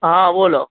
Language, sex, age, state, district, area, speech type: Gujarati, male, 45-60, Gujarat, Aravalli, urban, conversation